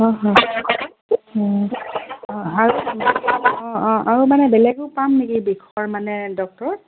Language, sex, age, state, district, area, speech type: Assamese, female, 45-60, Assam, Dibrugarh, rural, conversation